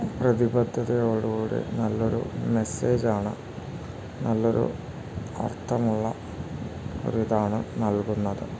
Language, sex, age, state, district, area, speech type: Malayalam, male, 30-45, Kerala, Wayanad, rural, spontaneous